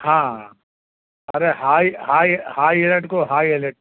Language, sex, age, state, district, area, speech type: Gujarati, male, 45-60, Gujarat, Ahmedabad, urban, conversation